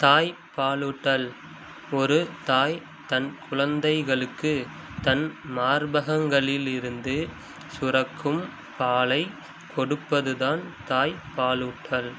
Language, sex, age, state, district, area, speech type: Tamil, male, 18-30, Tamil Nadu, Madurai, urban, read